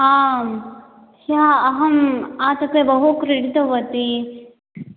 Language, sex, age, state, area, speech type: Sanskrit, female, 18-30, Assam, rural, conversation